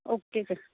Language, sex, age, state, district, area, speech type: Punjabi, female, 18-30, Punjab, Shaheed Bhagat Singh Nagar, urban, conversation